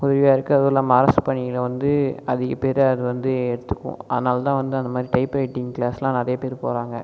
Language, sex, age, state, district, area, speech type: Tamil, male, 18-30, Tamil Nadu, Cuddalore, rural, spontaneous